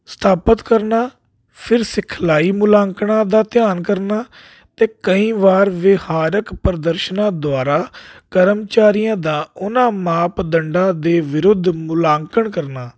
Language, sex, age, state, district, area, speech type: Punjabi, male, 30-45, Punjab, Jalandhar, urban, spontaneous